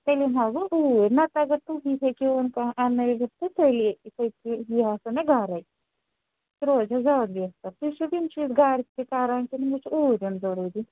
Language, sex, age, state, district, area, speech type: Kashmiri, female, 45-60, Jammu and Kashmir, Srinagar, urban, conversation